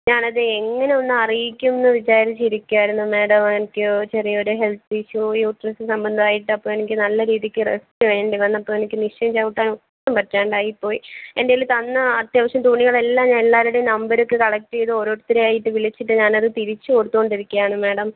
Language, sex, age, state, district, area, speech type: Malayalam, female, 18-30, Kerala, Thiruvananthapuram, rural, conversation